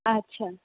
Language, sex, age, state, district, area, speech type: Bengali, female, 30-45, West Bengal, Purulia, urban, conversation